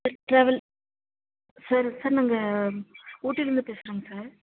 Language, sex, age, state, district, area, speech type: Tamil, female, 30-45, Tamil Nadu, Nilgiris, rural, conversation